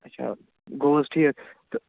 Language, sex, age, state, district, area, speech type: Kashmiri, male, 45-60, Jammu and Kashmir, Budgam, urban, conversation